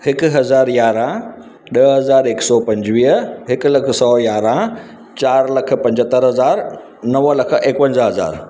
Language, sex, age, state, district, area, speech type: Sindhi, male, 45-60, Maharashtra, Mumbai Suburban, urban, spontaneous